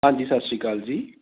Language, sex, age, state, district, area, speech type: Punjabi, male, 30-45, Punjab, Amritsar, rural, conversation